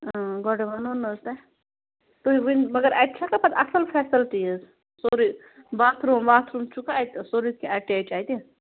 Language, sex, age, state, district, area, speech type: Kashmiri, female, 30-45, Jammu and Kashmir, Bandipora, rural, conversation